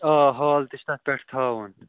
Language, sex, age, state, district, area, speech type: Kashmiri, male, 18-30, Jammu and Kashmir, Ganderbal, rural, conversation